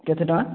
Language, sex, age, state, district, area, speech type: Odia, male, 18-30, Odisha, Subarnapur, urban, conversation